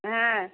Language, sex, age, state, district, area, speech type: Bengali, female, 45-60, West Bengal, Darjeeling, rural, conversation